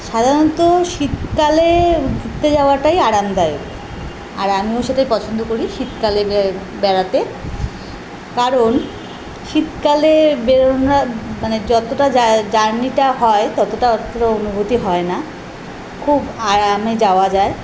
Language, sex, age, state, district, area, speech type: Bengali, female, 45-60, West Bengal, Kolkata, urban, spontaneous